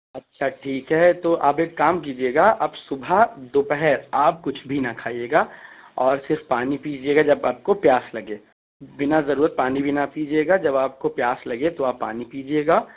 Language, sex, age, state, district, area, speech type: Urdu, male, 18-30, Uttar Pradesh, Shahjahanpur, urban, conversation